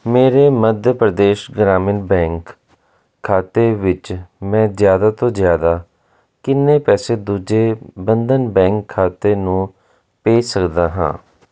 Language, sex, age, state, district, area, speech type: Punjabi, male, 30-45, Punjab, Jalandhar, urban, read